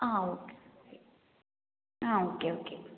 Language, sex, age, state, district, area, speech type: Malayalam, female, 18-30, Kerala, Kottayam, rural, conversation